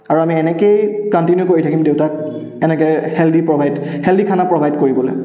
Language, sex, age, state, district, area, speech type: Assamese, male, 18-30, Assam, Charaideo, urban, spontaneous